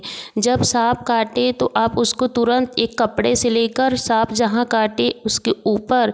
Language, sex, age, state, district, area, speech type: Hindi, female, 30-45, Uttar Pradesh, Varanasi, rural, spontaneous